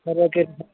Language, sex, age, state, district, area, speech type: Nepali, male, 60+, West Bengal, Kalimpong, rural, conversation